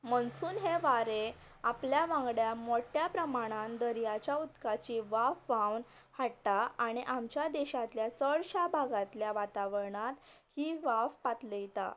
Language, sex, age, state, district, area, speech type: Goan Konkani, female, 18-30, Goa, Canacona, rural, spontaneous